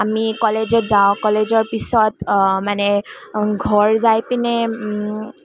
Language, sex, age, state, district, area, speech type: Assamese, female, 18-30, Assam, Kamrup Metropolitan, urban, spontaneous